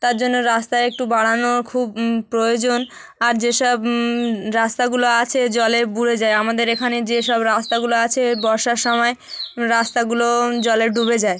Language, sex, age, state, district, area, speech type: Bengali, female, 18-30, West Bengal, South 24 Parganas, rural, spontaneous